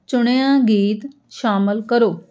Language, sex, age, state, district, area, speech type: Punjabi, female, 30-45, Punjab, Amritsar, urban, read